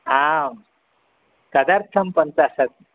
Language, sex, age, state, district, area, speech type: Sanskrit, male, 30-45, West Bengal, North 24 Parganas, urban, conversation